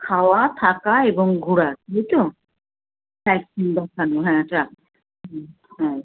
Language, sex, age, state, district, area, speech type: Bengali, female, 60+, West Bengal, Kolkata, urban, conversation